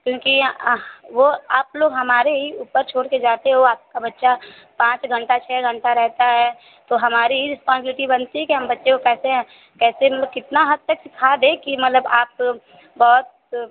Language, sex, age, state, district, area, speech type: Hindi, female, 30-45, Uttar Pradesh, Azamgarh, rural, conversation